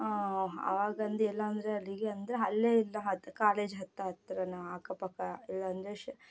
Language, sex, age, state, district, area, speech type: Kannada, female, 18-30, Karnataka, Mysore, rural, spontaneous